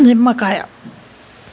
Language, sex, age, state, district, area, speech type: Telugu, female, 60+, Telangana, Hyderabad, urban, spontaneous